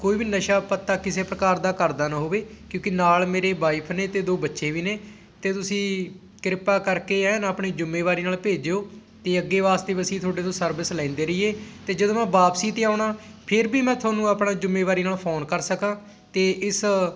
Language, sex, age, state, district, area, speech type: Punjabi, male, 18-30, Punjab, Patiala, rural, spontaneous